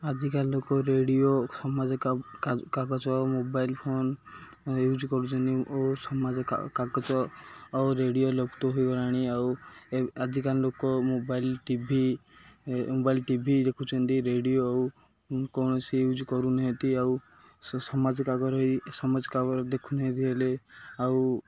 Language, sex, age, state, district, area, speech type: Odia, male, 18-30, Odisha, Ganjam, urban, spontaneous